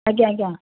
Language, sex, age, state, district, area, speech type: Odia, female, 30-45, Odisha, Cuttack, urban, conversation